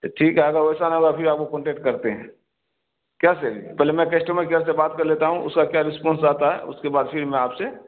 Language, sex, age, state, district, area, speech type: Urdu, male, 30-45, Bihar, Saharsa, rural, conversation